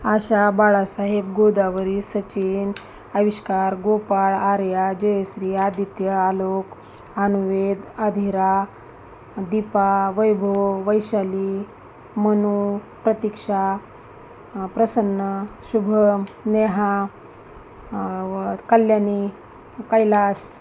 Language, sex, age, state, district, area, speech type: Marathi, female, 30-45, Maharashtra, Osmanabad, rural, spontaneous